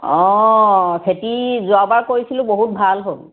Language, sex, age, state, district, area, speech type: Assamese, female, 60+, Assam, Sivasagar, urban, conversation